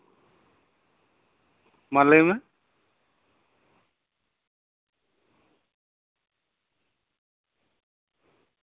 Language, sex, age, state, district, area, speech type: Santali, male, 30-45, West Bengal, Paschim Bardhaman, urban, conversation